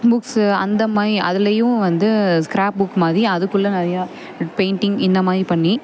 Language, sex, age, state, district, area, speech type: Tamil, female, 18-30, Tamil Nadu, Perambalur, urban, spontaneous